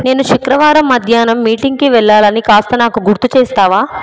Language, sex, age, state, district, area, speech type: Telugu, female, 18-30, Telangana, Hyderabad, urban, read